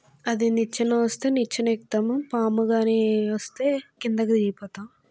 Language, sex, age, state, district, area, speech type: Telugu, female, 60+, Andhra Pradesh, Vizianagaram, rural, spontaneous